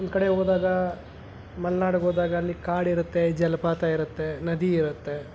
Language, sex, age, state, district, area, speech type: Kannada, male, 30-45, Karnataka, Kolar, urban, spontaneous